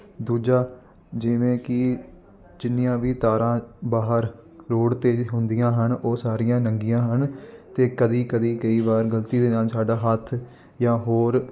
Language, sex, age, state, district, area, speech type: Punjabi, male, 18-30, Punjab, Ludhiana, urban, spontaneous